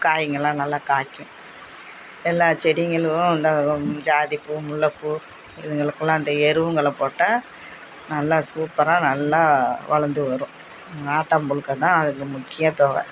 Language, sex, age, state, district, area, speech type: Tamil, female, 45-60, Tamil Nadu, Thanjavur, rural, spontaneous